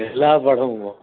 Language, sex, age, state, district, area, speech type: Tamil, male, 60+, Tamil Nadu, Salem, rural, conversation